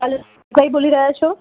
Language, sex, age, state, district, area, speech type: Gujarati, female, 30-45, Gujarat, Anand, urban, conversation